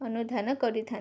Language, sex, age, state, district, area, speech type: Odia, female, 18-30, Odisha, Ganjam, urban, spontaneous